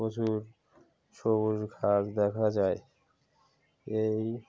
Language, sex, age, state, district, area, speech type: Bengali, male, 45-60, West Bengal, Uttar Dinajpur, urban, spontaneous